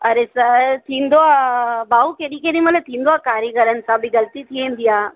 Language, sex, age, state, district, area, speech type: Sindhi, female, 30-45, Maharashtra, Thane, urban, conversation